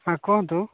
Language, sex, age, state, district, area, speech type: Odia, male, 45-60, Odisha, Nabarangpur, rural, conversation